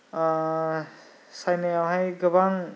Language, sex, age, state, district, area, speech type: Bodo, male, 18-30, Assam, Kokrajhar, rural, spontaneous